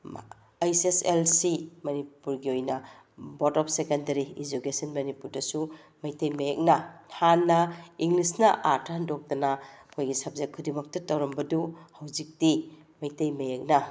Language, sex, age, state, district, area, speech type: Manipuri, female, 45-60, Manipur, Bishnupur, urban, spontaneous